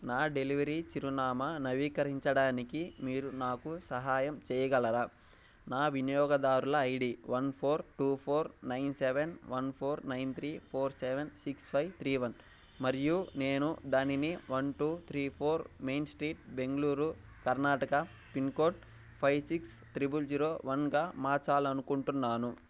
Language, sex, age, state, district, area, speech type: Telugu, male, 18-30, Andhra Pradesh, Bapatla, rural, read